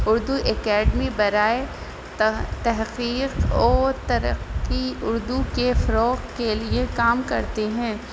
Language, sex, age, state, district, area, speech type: Urdu, female, 30-45, Uttar Pradesh, Rampur, urban, spontaneous